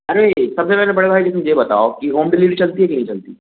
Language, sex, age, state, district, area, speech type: Hindi, male, 18-30, Madhya Pradesh, Jabalpur, urban, conversation